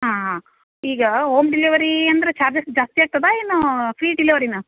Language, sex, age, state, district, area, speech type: Kannada, female, 30-45, Karnataka, Dharwad, rural, conversation